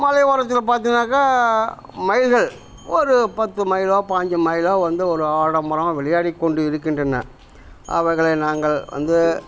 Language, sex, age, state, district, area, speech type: Tamil, male, 45-60, Tamil Nadu, Kallakurichi, rural, spontaneous